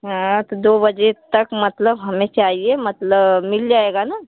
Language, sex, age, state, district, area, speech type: Hindi, female, 60+, Uttar Pradesh, Azamgarh, urban, conversation